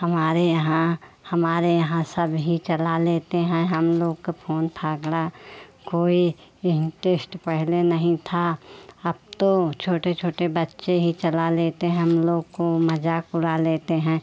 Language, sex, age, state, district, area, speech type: Hindi, female, 45-60, Uttar Pradesh, Pratapgarh, rural, spontaneous